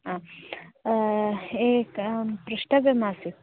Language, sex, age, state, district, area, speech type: Sanskrit, female, 18-30, Karnataka, Dharwad, urban, conversation